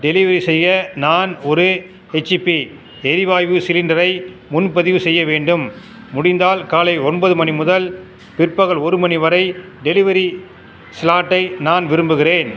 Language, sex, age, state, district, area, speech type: Tamil, male, 60+, Tamil Nadu, Cuddalore, urban, read